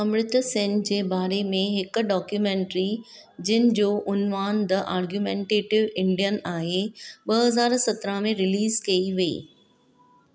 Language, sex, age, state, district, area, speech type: Sindhi, female, 45-60, Maharashtra, Thane, urban, read